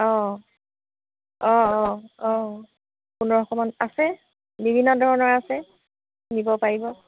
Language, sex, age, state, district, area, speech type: Assamese, female, 45-60, Assam, Golaghat, rural, conversation